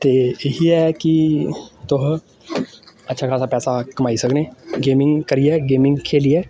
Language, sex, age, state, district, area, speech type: Dogri, male, 18-30, Jammu and Kashmir, Samba, urban, spontaneous